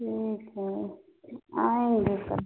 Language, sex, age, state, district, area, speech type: Hindi, female, 45-60, Uttar Pradesh, Ayodhya, rural, conversation